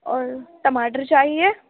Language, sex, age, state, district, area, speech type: Urdu, female, 45-60, Delhi, Central Delhi, rural, conversation